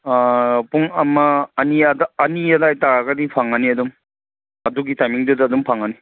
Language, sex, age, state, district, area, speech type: Manipuri, male, 45-60, Manipur, Kangpokpi, urban, conversation